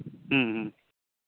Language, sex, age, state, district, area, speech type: Santali, male, 30-45, Jharkhand, East Singhbhum, rural, conversation